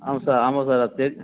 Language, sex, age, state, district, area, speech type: Tamil, male, 30-45, Tamil Nadu, Krishnagiri, rural, conversation